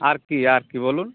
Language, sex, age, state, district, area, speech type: Bengali, male, 60+, West Bengal, Bankura, urban, conversation